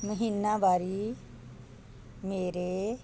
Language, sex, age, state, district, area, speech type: Punjabi, female, 60+, Punjab, Muktsar, urban, read